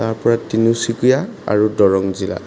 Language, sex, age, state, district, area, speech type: Assamese, male, 18-30, Assam, Jorhat, urban, spontaneous